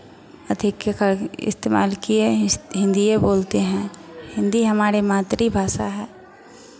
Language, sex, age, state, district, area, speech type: Hindi, female, 60+, Bihar, Vaishali, urban, spontaneous